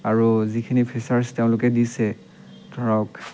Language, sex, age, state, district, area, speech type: Assamese, male, 30-45, Assam, Dibrugarh, rural, spontaneous